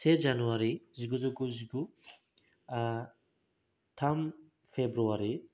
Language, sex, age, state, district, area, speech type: Bodo, male, 18-30, Assam, Kokrajhar, rural, spontaneous